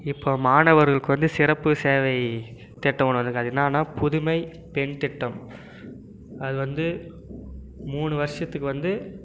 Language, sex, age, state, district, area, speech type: Tamil, male, 18-30, Tamil Nadu, Krishnagiri, rural, spontaneous